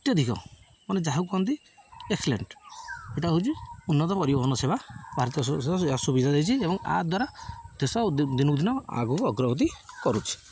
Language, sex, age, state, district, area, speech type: Odia, male, 30-45, Odisha, Jagatsinghpur, rural, spontaneous